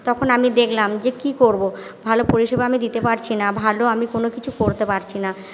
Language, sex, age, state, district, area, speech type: Bengali, female, 60+, West Bengal, Purba Bardhaman, urban, spontaneous